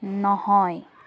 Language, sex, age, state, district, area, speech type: Assamese, female, 30-45, Assam, Biswanath, rural, read